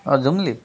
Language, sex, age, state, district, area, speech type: Assamese, male, 30-45, Assam, Jorhat, urban, spontaneous